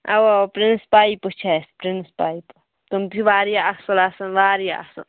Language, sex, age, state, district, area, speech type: Kashmiri, female, 18-30, Jammu and Kashmir, Kulgam, rural, conversation